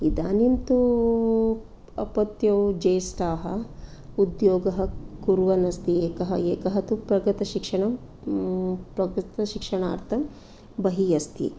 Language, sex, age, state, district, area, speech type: Sanskrit, female, 45-60, Karnataka, Dakshina Kannada, urban, spontaneous